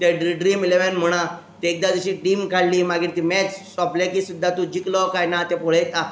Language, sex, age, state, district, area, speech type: Goan Konkani, male, 18-30, Goa, Tiswadi, rural, spontaneous